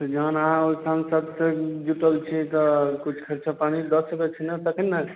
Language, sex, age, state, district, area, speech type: Maithili, male, 30-45, Bihar, Madhubani, rural, conversation